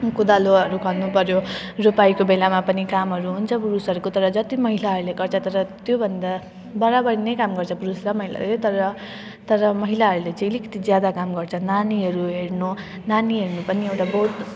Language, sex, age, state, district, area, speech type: Nepali, female, 18-30, West Bengal, Jalpaiguri, rural, spontaneous